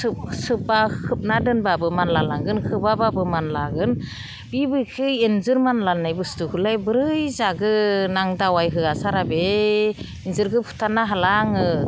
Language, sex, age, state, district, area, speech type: Bodo, female, 45-60, Assam, Udalguri, rural, spontaneous